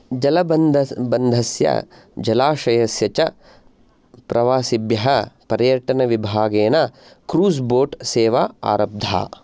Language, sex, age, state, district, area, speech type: Sanskrit, male, 30-45, Karnataka, Chikkamagaluru, urban, read